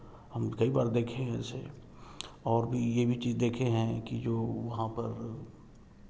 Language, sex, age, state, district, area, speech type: Hindi, male, 30-45, Bihar, Samastipur, urban, spontaneous